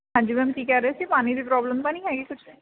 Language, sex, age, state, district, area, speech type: Punjabi, female, 30-45, Punjab, Mansa, urban, conversation